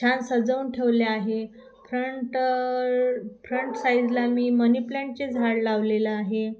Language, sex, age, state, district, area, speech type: Marathi, female, 30-45, Maharashtra, Thane, urban, spontaneous